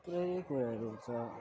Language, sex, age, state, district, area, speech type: Nepali, male, 18-30, West Bengal, Alipurduar, urban, spontaneous